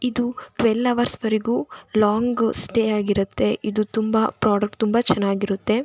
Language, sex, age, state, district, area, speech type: Kannada, female, 18-30, Karnataka, Tumkur, rural, spontaneous